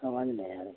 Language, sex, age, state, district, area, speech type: Hindi, male, 60+, Uttar Pradesh, Lucknow, rural, conversation